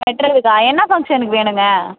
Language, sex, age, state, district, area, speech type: Tamil, female, 18-30, Tamil Nadu, Tiruvannamalai, rural, conversation